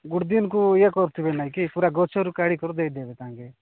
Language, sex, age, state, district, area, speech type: Odia, male, 45-60, Odisha, Nabarangpur, rural, conversation